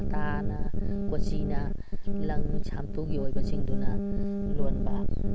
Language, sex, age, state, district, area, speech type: Manipuri, female, 60+, Manipur, Imphal East, rural, spontaneous